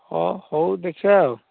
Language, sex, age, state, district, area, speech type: Odia, male, 45-60, Odisha, Gajapati, rural, conversation